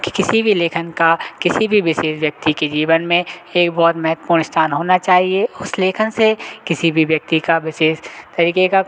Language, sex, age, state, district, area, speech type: Hindi, male, 30-45, Madhya Pradesh, Hoshangabad, rural, spontaneous